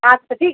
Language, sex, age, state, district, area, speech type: Bengali, female, 30-45, West Bengal, Howrah, urban, conversation